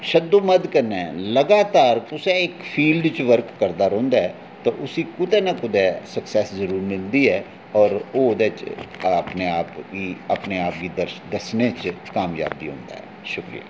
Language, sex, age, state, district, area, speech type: Dogri, male, 45-60, Jammu and Kashmir, Jammu, urban, spontaneous